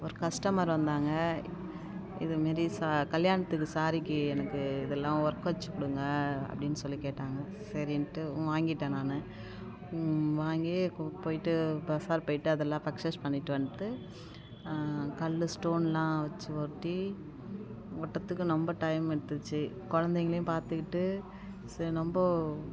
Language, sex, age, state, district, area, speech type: Tamil, female, 30-45, Tamil Nadu, Tiruvannamalai, rural, spontaneous